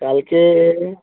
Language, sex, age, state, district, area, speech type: Bengali, male, 30-45, West Bengal, South 24 Parganas, rural, conversation